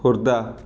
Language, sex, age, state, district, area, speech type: Odia, male, 30-45, Odisha, Puri, urban, spontaneous